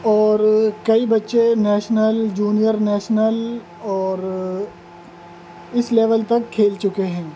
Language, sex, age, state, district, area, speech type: Urdu, male, 30-45, Delhi, North East Delhi, urban, spontaneous